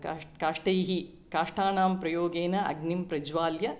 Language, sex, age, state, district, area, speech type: Sanskrit, female, 45-60, Tamil Nadu, Chennai, urban, spontaneous